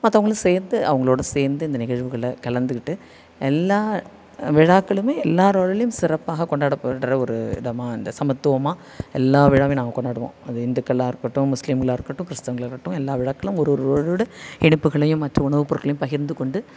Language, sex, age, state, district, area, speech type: Tamil, female, 45-60, Tamil Nadu, Thanjavur, rural, spontaneous